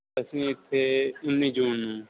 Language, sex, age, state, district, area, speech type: Punjabi, male, 30-45, Punjab, Bathinda, rural, conversation